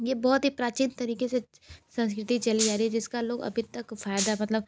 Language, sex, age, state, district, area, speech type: Hindi, female, 18-30, Uttar Pradesh, Sonbhadra, rural, spontaneous